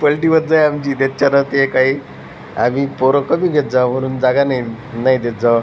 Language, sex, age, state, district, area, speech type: Marathi, male, 30-45, Maharashtra, Washim, rural, spontaneous